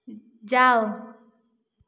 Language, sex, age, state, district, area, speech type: Hindi, female, 18-30, Bihar, Begusarai, rural, read